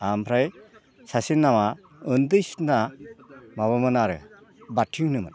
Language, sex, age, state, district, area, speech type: Bodo, male, 60+, Assam, Udalguri, rural, spontaneous